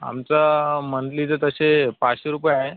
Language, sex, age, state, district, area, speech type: Marathi, male, 18-30, Maharashtra, Washim, rural, conversation